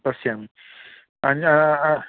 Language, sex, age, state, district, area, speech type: Sanskrit, male, 45-60, Andhra Pradesh, Chittoor, urban, conversation